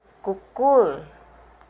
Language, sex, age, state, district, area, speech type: Assamese, female, 60+, Assam, Dhemaji, rural, read